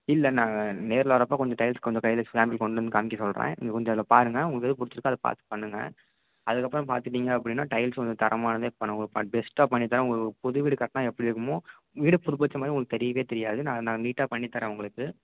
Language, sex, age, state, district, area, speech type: Tamil, male, 18-30, Tamil Nadu, Tiruppur, rural, conversation